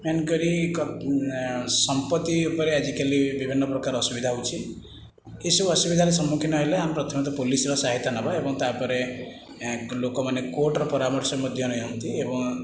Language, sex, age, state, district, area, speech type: Odia, male, 45-60, Odisha, Khordha, rural, spontaneous